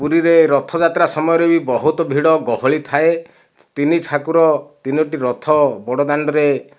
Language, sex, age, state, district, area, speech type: Odia, male, 60+, Odisha, Kandhamal, rural, spontaneous